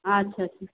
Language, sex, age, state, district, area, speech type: Bengali, female, 45-60, West Bengal, Paschim Medinipur, rural, conversation